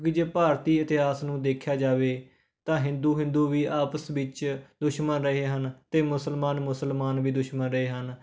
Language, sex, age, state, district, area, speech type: Punjabi, male, 18-30, Punjab, Rupnagar, rural, spontaneous